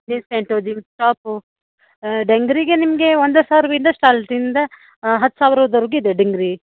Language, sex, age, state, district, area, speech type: Kannada, female, 30-45, Karnataka, Uttara Kannada, rural, conversation